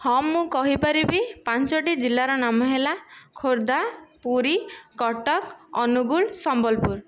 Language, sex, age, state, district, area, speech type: Odia, female, 18-30, Odisha, Nayagarh, rural, spontaneous